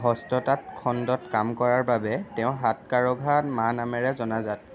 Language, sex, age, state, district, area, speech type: Assamese, male, 30-45, Assam, Darrang, rural, read